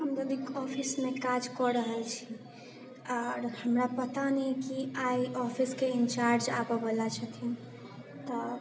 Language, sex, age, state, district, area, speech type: Maithili, female, 18-30, Bihar, Sitamarhi, urban, spontaneous